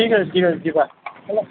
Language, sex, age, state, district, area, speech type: Odia, male, 60+, Odisha, Gajapati, rural, conversation